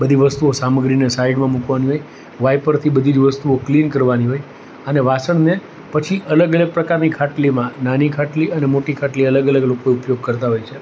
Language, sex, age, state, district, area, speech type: Gujarati, male, 45-60, Gujarat, Rajkot, urban, spontaneous